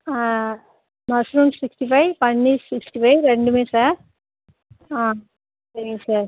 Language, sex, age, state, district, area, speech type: Tamil, female, 30-45, Tamil Nadu, Tiruvannamalai, rural, conversation